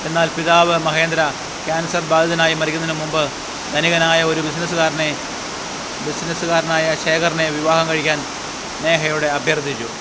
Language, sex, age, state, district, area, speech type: Malayalam, male, 45-60, Kerala, Alappuzha, urban, read